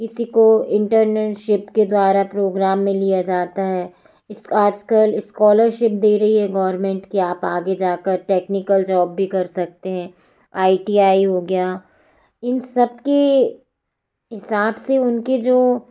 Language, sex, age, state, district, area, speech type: Hindi, female, 45-60, Madhya Pradesh, Jabalpur, urban, spontaneous